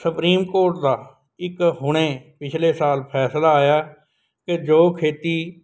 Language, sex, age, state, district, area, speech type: Punjabi, male, 60+, Punjab, Bathinda, rural, spontaneous